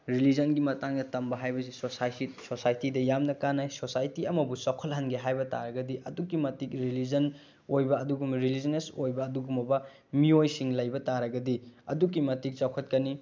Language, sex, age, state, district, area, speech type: Manipuri, male, 30-45, Manipur, Bishnupur, rural, spontaneous